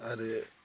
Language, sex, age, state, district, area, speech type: Bodo, male, 45-60, Assam, Chirang, rural, spontaneous